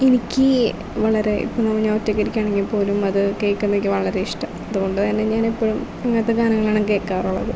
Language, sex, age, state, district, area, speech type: Malayalam, female, 18-30, Kerala, Thrissur, rural, spontaneous